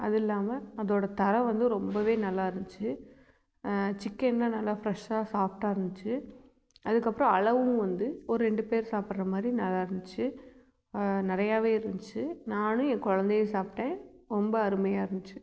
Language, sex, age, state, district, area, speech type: Tamil, female, 18-30, Tamil Nadu, Namakkal, rural, spontaneous